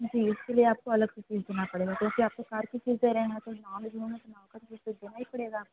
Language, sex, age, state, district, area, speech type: Hindi, female, 18-30, Uttar Pradesh, Varanasi, rural, conversation